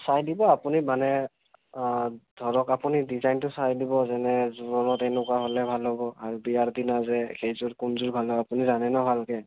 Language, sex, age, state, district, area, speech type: Assamese, female, 60+, Assam, Kamrup Metropolitan, urban, conversation